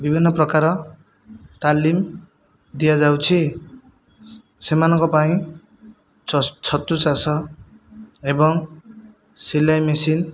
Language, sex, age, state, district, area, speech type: Odia, male, 30-45, Odisha, Jajpur, rural, spontaneous